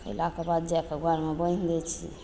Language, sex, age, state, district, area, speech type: Maithili, female, 45-60, Bihar, Begusarai, rural, spontaneous